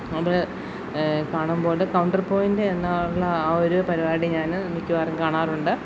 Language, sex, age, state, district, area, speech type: Malayalam, female, 30-45, Kerala, Alappuzha, rural, spontaneous